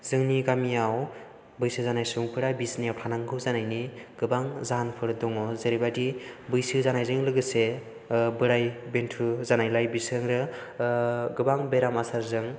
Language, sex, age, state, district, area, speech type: Bodo, male, 18-30, Assam, Chirang, rural, spontaneous